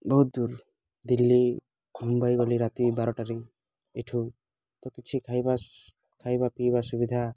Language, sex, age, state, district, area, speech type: Odia, male, 18-30, Odisha, Bargarh, urban, spontaneous